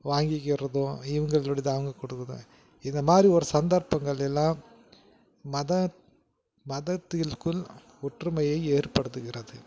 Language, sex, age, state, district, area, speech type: Tamil, male, 45-60, Tamil Nadu, Krishnagiri, rural, spontaneous